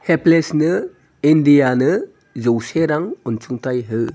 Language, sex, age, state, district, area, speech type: Bodo, male, 30-45, Assam, Chirang, urban, read